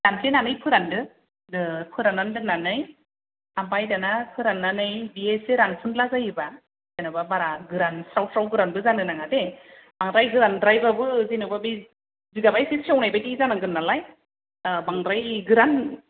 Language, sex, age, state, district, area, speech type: Bodo, female, 45-60, Assam, Kokrajhar, rural, conversation